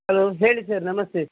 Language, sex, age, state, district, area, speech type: Kannada, male, 45-60, Karnataka, Udupi, rural, conversation